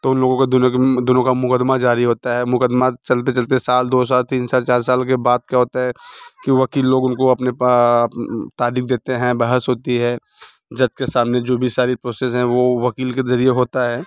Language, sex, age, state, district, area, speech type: Hindi, male, 45-60, Uttar Pradesh, Bhadohi, urban, spontaneous